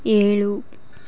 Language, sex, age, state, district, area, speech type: Kannada, female, 18-30, Karnataka, Chitradurga, rural, read